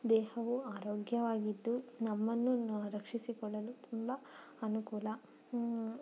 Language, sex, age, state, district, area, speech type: Kannada, female, 30-45, Karnataka, Tumkur, rural, spontaneous